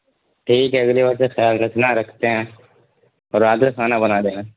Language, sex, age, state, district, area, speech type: Urdu, male, 18-30, Bihar, Supaul, rural, conversation